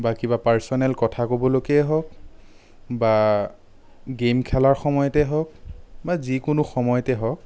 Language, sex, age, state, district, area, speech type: Assamese, male, 30-45, Assam, Sonitpur, urban, spontaneous